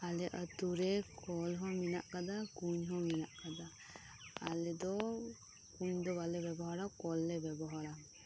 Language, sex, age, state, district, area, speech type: Santali, female, 18-30, West Bengal, Birbhum, rural, spontaneous